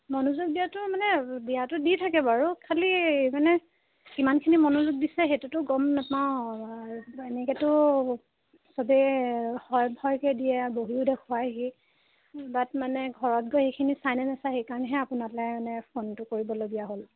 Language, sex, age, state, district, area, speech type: Assamese, female, 18-30, Assam, Sivasagar, rural, conversation